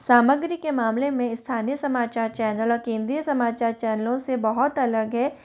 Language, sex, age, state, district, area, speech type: Hindi, female, 30-45, Rajasthan, Jaipur, urban, spontaneous